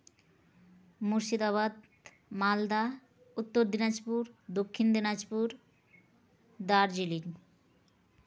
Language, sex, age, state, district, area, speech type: Santali, female, 30-45, West Bengal, Uttar Dinajpur, rural, spontaneous